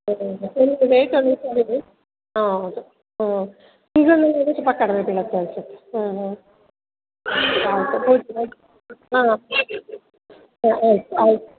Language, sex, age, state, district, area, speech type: Kannada, female, 60+, Karnataka, Mandya, rural, conversation